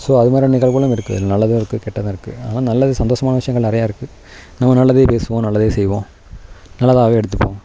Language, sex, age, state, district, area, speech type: Tamil, male, 30-45, Tamil Nadu, Nagapattinam, rural, spontaneous